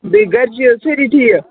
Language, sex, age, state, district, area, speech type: Kashmiri, male, 18-30, Jammu and Kashmir, Kupwara, rural, conversation